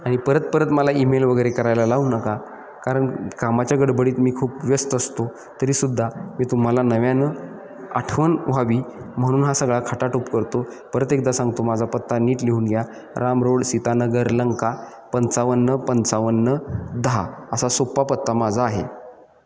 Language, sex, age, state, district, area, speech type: Marathi, male, 30-45, Maharashtra, Satara, urban, spontaneous